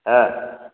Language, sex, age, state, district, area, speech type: Tamil, male, 60+, Tamil Nadu, Theni, rural, conversation